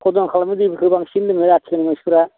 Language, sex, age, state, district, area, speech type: Bodo, male, 60+, Assam, Baksa, urban, conversation